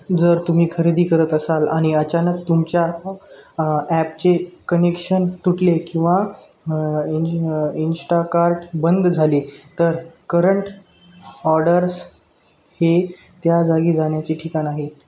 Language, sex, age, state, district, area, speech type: Marathi, male, 18-30, Maharashtra, Nanded, urban, read